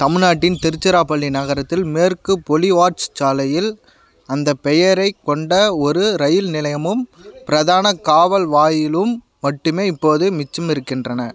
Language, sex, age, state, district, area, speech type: Tamil, male, 18-30, Tamil Nadu, Kallakurichi, urban, read